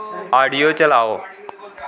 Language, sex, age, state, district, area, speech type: Dogri, male, 18-30, Jammu and Kashmir, Kathua, rural, read